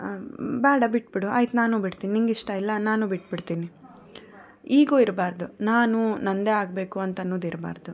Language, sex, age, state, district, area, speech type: Kannada, female, 30-45, Karnataka, Koppal, rural, spontaneous